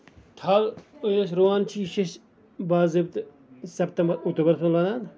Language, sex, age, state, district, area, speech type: Kashmiri, male, 45-60, Jammu and Kashmir, Ganderbal, rural, spontaneous